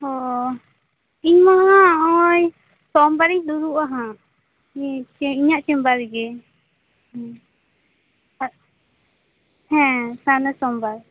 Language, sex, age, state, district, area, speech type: Santali, female, 18-30, West Bengal, Purba Bardhaman, rural, conversation